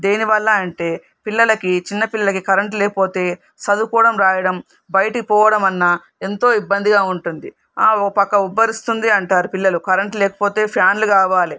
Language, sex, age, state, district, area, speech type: Telugu, female, 45-60, Telangana, Hyderabad, urban, spontaneous